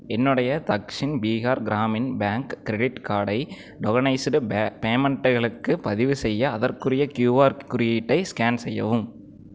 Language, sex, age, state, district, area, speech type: Tamil, male, 18-30, Tamil Nadu, Erode, urban, read